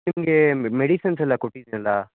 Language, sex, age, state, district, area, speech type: Kannada, male, 18-30, Karnataka, Mysore, rural, conversation